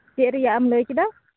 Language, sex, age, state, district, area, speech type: Santali, female, 30-45, West Bengal, Uttar Dinajpur, rural, conversation